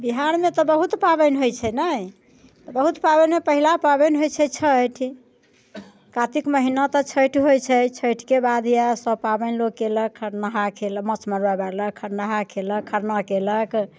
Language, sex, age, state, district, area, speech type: Maithili, female, 60+, Bihar, Muzaffarpur, urban, spontaneous